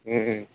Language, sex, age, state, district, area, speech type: Odia, male, 45-60, Odisha, Nuapada, urban, conversation